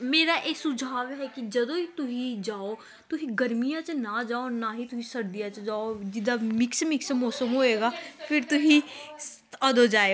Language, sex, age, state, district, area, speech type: Punjabi, female, 18-30, Punjab, Gurdaspur, rural, spontaneous